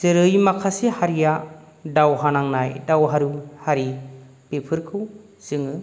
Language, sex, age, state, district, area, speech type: Bodo, male, 45-60, Assam, Kokrajhar, rural, spontaneous